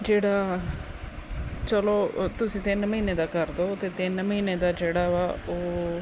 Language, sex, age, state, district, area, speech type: Punjabi, female, 45-60, Punjab, Gurdaspur, urban, spontaneous